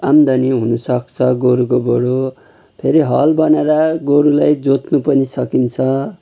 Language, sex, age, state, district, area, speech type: Nepali, male, 30-45, West Bengal, Kalimpong, rural, spontaneous